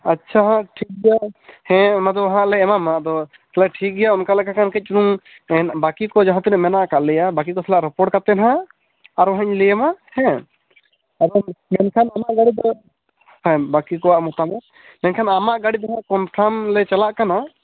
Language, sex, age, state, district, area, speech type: Santali, male, 18-30, West Bengal, Jhargram, rural, conversation